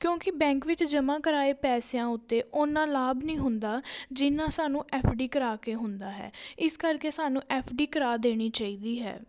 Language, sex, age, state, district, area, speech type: Punjabi, female, 18-30, Punjab, Patiala, rural, spontaneous